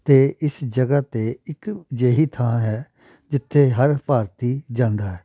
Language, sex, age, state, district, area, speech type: Punjabi, male, 30-45, Punjab, Amritsar, urban, spontaneous